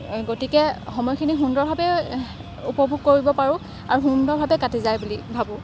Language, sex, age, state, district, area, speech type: Assamese, female, 45-60, Assam, Morigaon, rural, spontaneous